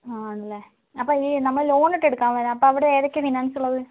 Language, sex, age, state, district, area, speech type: Malayalam, female, 45-60, Kerala, Wayanad, rural, conversation